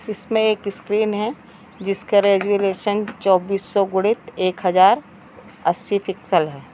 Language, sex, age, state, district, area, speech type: Hindi, female, 45-60, Madhya Pradesh, Narsinghpur, rural, read